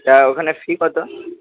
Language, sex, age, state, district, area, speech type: Bengali, male, 18-30, West Bengal, Purba Bardhaman, urban, conversation